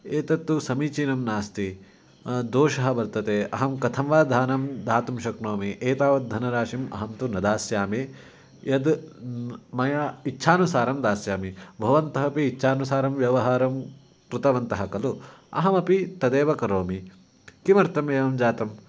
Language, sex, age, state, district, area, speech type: Sanskrit, male, 18-30, Karnataka, Uttara Kannada, rural, spontaneous